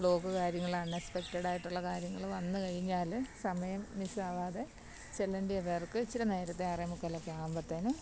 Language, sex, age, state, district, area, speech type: Malayalam, female, 30-45, Kerala, Kottayam, rural, spontaneous